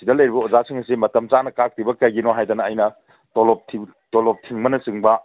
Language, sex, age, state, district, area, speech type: Manipuri, male, 45-60, Manipur, Kangpokpi, urban, conversation